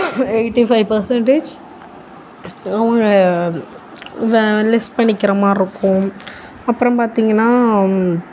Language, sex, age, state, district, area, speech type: Tamil, female, 18-30, Tamil Nadu, Nagapattinam, rural, spontaneous